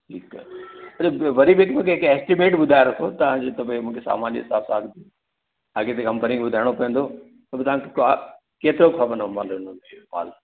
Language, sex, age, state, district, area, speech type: Sindhi, male, 60+, Rajasthan, Ajmer, urban, conversation